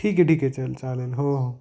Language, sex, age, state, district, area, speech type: Marathi, male, 18-30, Maharashtra, Jalna, urban, spontaneous